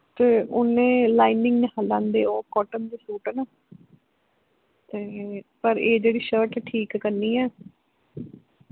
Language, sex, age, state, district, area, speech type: Dogri, female, 30-45, Jammu and Kashmir, Kathua, rural, conversation